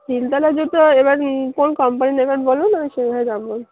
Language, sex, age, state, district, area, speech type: Bengali, female, 18-30, West Bengal, Darjeeling, urban, conversation